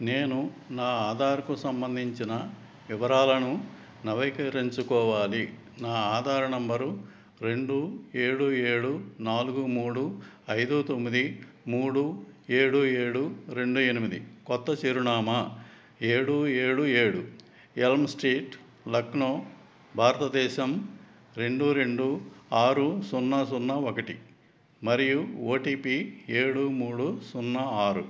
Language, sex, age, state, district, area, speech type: Telugu, male, 60+, Andhra Pradesh, Eluru, urban, read